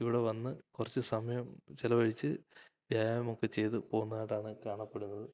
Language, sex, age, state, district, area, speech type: Malayalam, male, 18-30, Kerala, Idukki, rural, spontaneous